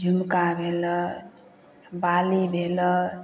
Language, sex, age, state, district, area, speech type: Maithili, female, 30-45, Bihar, Samastipur, rural, spontaneous